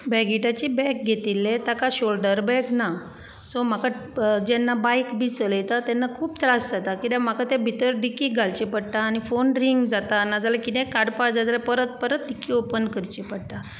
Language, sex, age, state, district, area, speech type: Goan Konkani, female, 45-60, Goa, Bardez, urban, spontaneous